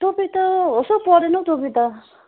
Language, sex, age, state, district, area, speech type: Nepali, female, 45-60, West Bengal, Jalpaiguri, urban, conversation